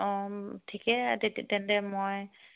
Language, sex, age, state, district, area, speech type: Assamese, female, 45-60, Assam, Dibrugarh, rural, conversation